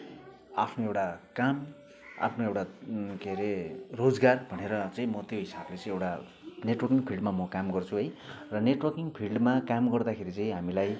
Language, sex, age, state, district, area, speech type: Nepali, male, 30-45, West Bengal, Kalimpong, rural, spontaneous